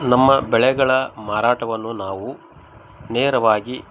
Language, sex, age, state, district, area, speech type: Kannada, male, 45-60, Karnataka, Koppal, rural, spontaneous